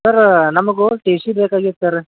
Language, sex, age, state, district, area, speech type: Kannada, male, 18-30, Karnataka, Bidar, rural, conversation